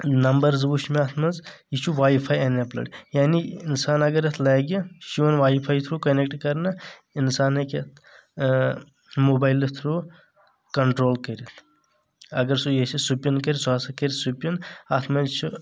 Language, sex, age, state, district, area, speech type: Kashmiri, male, 18-30, Jammu and Kashmir, Shopian, rural, spontaneous